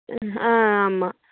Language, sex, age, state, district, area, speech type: Tamil, female, 18-30, Tamil Nadu, Nagapattinam, rural, conversation